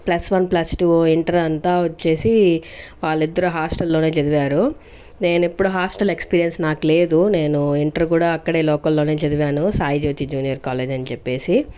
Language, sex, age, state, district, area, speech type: Telugu, female, 18-30, Andhra Pradesh, Chittoor, urban, spontaneous